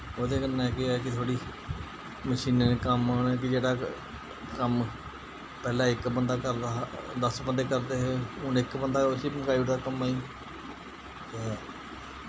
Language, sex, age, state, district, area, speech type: Dogri, male, 45-60, Jammu and Kashmir, Jammu, rural, spontaneous